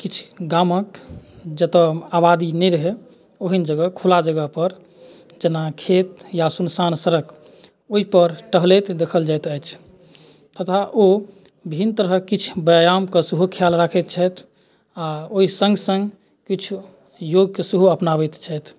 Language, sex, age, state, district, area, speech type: Maithili, male, 30-45, Bihar, Madhubani, rural, spontaneous